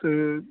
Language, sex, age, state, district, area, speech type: Urdu, male, 18-30, Uttar Pradesh, Saharanpur, urban, conversation